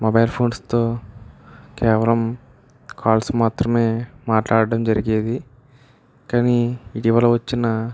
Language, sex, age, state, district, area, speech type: Telugu, male, 18-30, Andhra Pradesh, West Godavari, rural, spontaneous